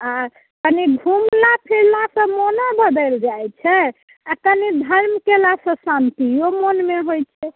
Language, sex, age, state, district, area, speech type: Maithili, female, 45-60, Bihar, Muzaffarpur, urban, conversation